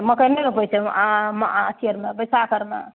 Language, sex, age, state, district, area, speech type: Maithili, female, 60+, Bihar, Madhepura, urban, conversation